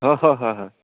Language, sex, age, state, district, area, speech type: Assamese, male, 45-60, Assam, Sivasagar, rural, conversation